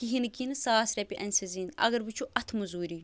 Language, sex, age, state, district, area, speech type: Kashmiri, female, 18-30, Jammu and Kashmir, Bandipora, rural, spontaneous